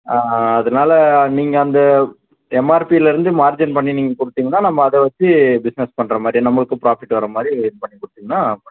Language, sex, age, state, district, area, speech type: Tamil, male, 18-30, Tamil Nadu, Dharmapuri, rural, conversation